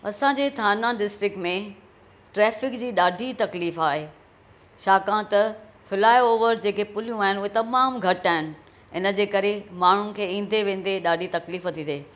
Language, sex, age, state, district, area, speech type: Sindhi, female, 60+, Maharashtra, Thane, urban, spontaneous